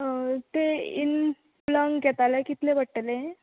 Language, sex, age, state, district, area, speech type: Goan Konkani, female, 18-30, Goa, Quepem, rural, conversation